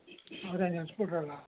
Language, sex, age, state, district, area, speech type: Kannada, male, 60+, Karnataka, Mandya, rural, conversation